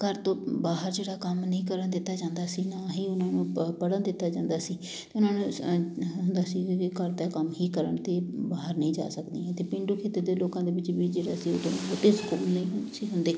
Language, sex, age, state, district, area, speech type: Punjabi, female, 30-45, Punjab, Amritsar, urban, spontaneous